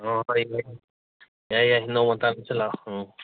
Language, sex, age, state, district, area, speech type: Manipuri, male, 60+, Manipur, Kangpokpi, urban, conversation